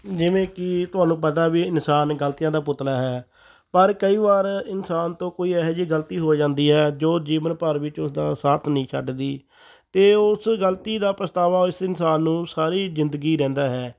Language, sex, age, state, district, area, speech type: Punjabi, male, 30-45, Punjab, Fatehgarh Sahib, rural, spontaneous